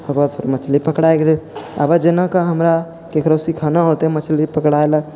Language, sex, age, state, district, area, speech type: Maithili, male, 45-60, Bihar, Purnia, rural, spontaneous